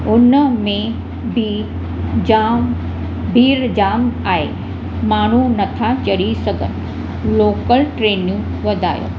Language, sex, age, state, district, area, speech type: Sindhi, female, 60+, Maharashtra, Mumbai Suburban, urban, spontaneous